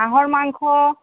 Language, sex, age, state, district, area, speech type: Assamese, female, 60+, Assam, Golaghat, urban, conversation